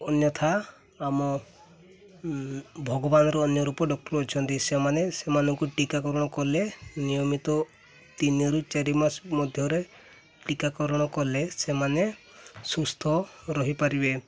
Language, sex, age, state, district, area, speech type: Odia, male, 18-30, Odisha, Mayurbhanj, rural, spontaneous